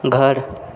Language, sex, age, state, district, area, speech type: Maithili, male, 30-45, Bihar, Purnia, urban, read